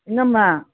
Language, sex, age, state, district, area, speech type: Manipuri, female, 60+, Manipur, Imphal East, rural, conversation